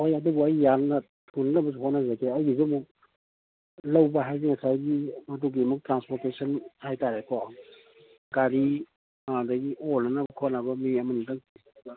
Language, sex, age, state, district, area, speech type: Manipuri, male, 60+, Manipur, Thoubal, rural, conversation